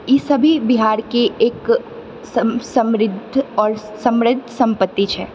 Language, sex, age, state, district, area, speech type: Maithili, female, 30-45, Bihar, Purnia, urban, spontaneous